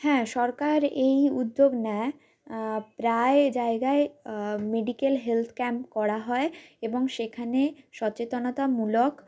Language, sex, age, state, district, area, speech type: Bengali, female, 18-30, West Bengal, North 24 Parganas, rural, spontaneous